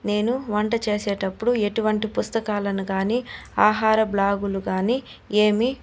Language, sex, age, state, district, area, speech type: Telugu, female, 30-45, Andhra Pradesh, Chittoor, urban, spontaneous